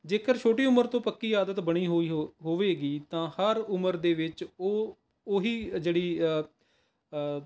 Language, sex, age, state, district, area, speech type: Punjabi, male, 45-60, Punjab, Rupnagar, urban, spontaneous